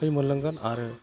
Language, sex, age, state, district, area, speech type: Bodo, male, 45-60, Assam, Udalguri, rural, spontaneous